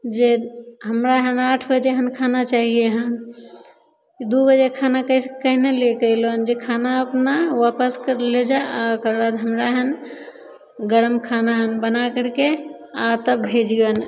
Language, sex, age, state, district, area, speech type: Maithili, female, 30-45, Bihar, Begusarai, rural, spontaneous